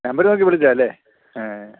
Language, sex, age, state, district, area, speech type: Malayalam, male, 60+, Kerala, Kottayam, urban, conversation